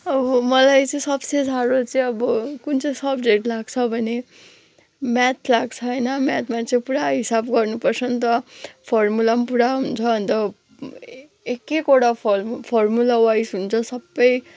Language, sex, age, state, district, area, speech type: Nepali, female, 18-30, West Bengal, Kalimpong, rural, spontaneous